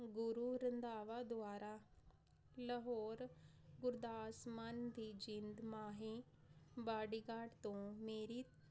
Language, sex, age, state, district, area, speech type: Punjabi, female, 30-45, Punjab, Jalandhar, urban, spontaneous